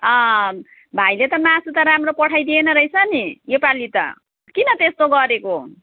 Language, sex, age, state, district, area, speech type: Nepali, female, 45-60, West Bengal, Jalpaiguri, urban, conversation